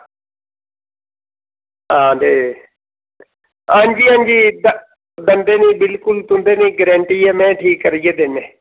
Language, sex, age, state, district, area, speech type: Dogri, male, 30-45, Jammu and Kashmir, Reasi, rural, conversation